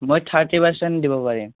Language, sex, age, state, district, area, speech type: Assamese, male, 18-30, Assam, Barpeta, rural, conversation